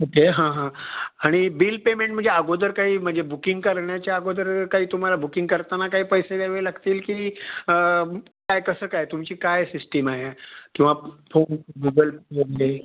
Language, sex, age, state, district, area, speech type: Marathi, male, 45-60, Maharashtra, Raigad, rural, conversation